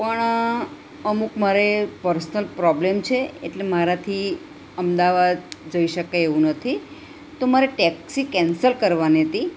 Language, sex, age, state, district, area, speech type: Gujarati, female, 60+, Gujarat, Ahmedabad, urban, spontaneous